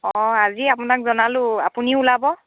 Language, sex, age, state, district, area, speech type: Assamese, female, 30-45, Assam, Dhemaji, urban, conversation